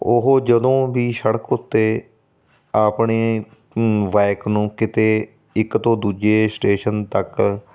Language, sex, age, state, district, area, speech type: Punjabi, male, 30-45, Punjab, Fatehgarh Sahib, urban, spontaneous